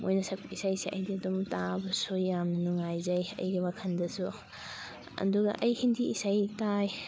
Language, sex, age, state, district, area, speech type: Manipuri, female, 18-30, Manipur, Thoubal, rural, spontaneous